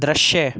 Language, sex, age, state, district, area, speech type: Hindi, male, 18-30, Rajasthan, Bharatpur, urban, read